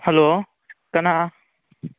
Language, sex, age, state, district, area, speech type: Manipuri, male, 18-30, Manipur, Kakching, rural, conversation